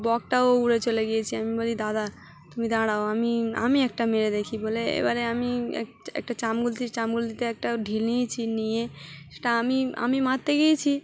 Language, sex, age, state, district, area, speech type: Bengali, female, 30-45, West Bengal, Dakshin Dinajpur, urban, spontaneous